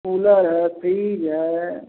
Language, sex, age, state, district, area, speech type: Hindi, male, 45-60, Uttar Pradesh, Azamgarh, rural, conversation